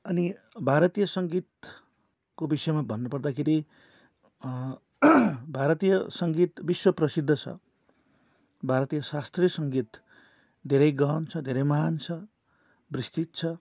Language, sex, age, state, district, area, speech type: Nepali, male, 45-60, West Bengal, Darjeeling, rural, spontaneous